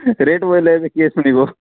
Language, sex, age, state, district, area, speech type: Odia, male, 30-45, Odisha, Nabarangpur, urban, conversation